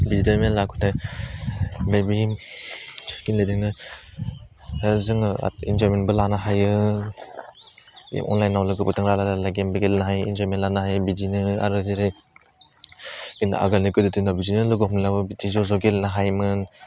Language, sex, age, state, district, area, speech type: Bodo, male, 18-30, Assam, Udalguri, urban, spontaneous